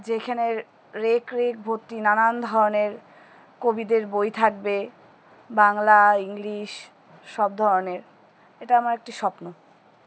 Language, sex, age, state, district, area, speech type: Bengali, female, 30-45, West Bengal, Alipurduar, rural, spontaneous